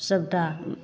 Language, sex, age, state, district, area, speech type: Maithili, female, 45-60, Bihar, Madhepura, rural, spontaneous